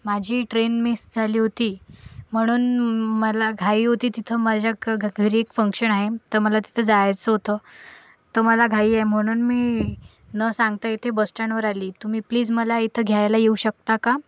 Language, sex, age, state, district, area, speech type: Marathi, female, 18-30, Maharashtra, Akola, rural, spontaneous